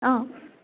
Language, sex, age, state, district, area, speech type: Assamese, female, 30-45, Assam, Dibrugarh, urban, conversation